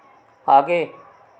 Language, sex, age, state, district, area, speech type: Hindi, male, 45-60, Madhya Pradesh, Betul, rural, read